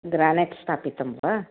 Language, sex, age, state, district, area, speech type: Sanskrit, female, 30-45, Karnataka, Shimoga, urban, conversation